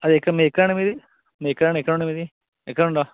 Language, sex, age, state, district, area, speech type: Telugu, male, 45-60, Telangana, Peddapalli, urban, conversation